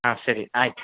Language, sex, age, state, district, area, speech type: Kannada, male, 45-60, Karnataka, Mysore, rural, conversation